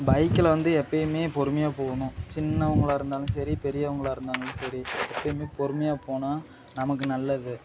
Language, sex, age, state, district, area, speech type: Tamil, male, 18-30, Tamil Nadu, Madurai, urban, spontaneous